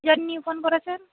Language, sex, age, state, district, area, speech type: Bengali, female, 30-45, West Bengal, Darjeeling, urban, conversation